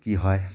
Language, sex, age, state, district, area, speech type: Bengali, male, 30-45, West Bengal, Cooch Behar, urban, spontaneous